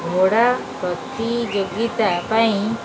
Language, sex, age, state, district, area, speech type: Odia, female, 45-60, Odisha, Sundergarh, urban, spontaneous